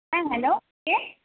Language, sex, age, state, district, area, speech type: Bengali, female, 18-30, West Bengal, Jhargram, rural, conversation